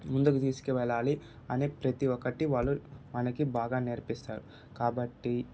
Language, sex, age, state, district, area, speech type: Telugu, male, 18-30, Andhra Pradesh, Sri Balaji, rural, spontaneous